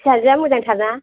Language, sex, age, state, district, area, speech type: Bodo, female, 18-30, Assam, Chirang, urban, conversation